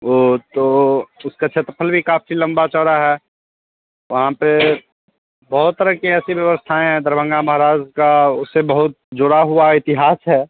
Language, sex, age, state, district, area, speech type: Hindi, male, 30-45, Bihar, Darbhanga, rural, conversation